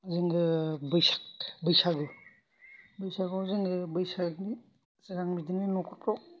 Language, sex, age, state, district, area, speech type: Bodo, male, 45-60, Assam, Kokrajhar, rural, spontaneous